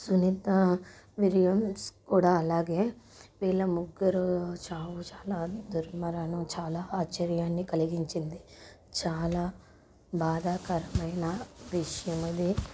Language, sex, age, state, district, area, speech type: Telugu, female, 45-60, Telangana, Mancherial, rural, spontaneous